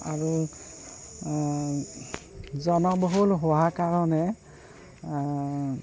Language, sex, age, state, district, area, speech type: Assamese, female, 60+, Assam, Goalpara, urban, spontaneous